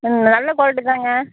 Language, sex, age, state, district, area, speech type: Tamil, female, 60+, Tamil Nadu, Ariyalur, rural, conversation